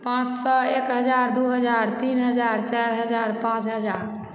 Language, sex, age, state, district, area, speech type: Maithili, female, 30-45, Bihar, Supaul, urban, spontaneous